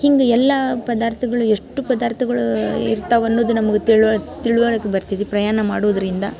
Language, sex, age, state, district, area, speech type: Kannada, female, 18-30, Karnataka, Dharwad, rural, spontaneous